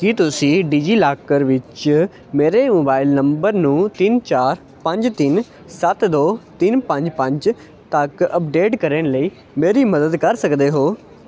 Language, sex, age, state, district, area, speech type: Punjabi, male, 18-30, Punjab, Ludhiana, urban, read